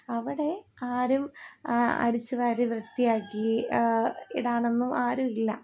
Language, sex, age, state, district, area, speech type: Malayalam, female, 18-30, Kerala, Thiruvananthapuram, rural, spontaneous